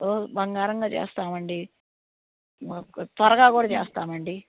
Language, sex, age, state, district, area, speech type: Telugu, female, 45-60, Andhra Pradesh, Nellore, rural, conversation